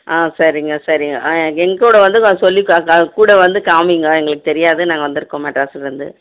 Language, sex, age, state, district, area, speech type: Tamil, female, 60+, Tamil Nadu, Krishnagiri, rural, conversation